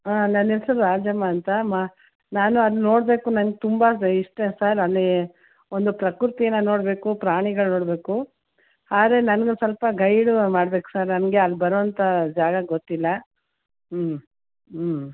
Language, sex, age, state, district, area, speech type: Kannada, female, 60+, Karnataka, Mysore, rural, conversation